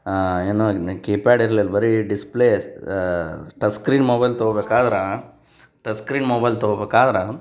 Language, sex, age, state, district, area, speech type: Kannada, male, 30-45, Karnataka, Koppal, rural, spontaneous